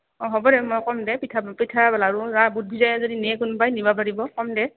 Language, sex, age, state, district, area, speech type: Assamese, female, 30-45, Assam, Goalpara, urban, conversation